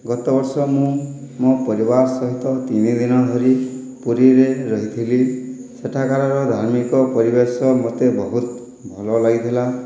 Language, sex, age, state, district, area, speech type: Odia, male, 60+, Odisha, Boudh, rural, spontaneous